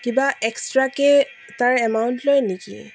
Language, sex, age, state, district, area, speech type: Assamese, female, 45-60, Assam, Dibrugarh, rural, spontaneous